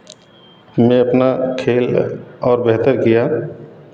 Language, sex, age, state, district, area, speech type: Hindi, male, 45-60, Uttar Pradesh, Varanasi, rural, spontaneous